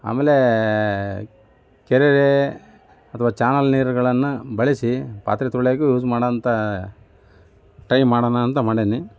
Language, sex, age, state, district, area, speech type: Kannada, male, 45-60, Karnataka, Davanagere, urban, spontaneous